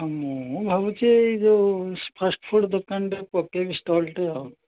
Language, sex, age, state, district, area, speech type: Odia, male, 60+, Odisha, Gajapati, rural, conversation